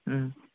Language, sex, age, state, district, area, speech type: Manipuri, male, 18-30, Manipur, Kangpokpi, urban, conversation